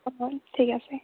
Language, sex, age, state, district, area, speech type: Assamese, female, 18-30, Assam, Charaideo, urban, conversation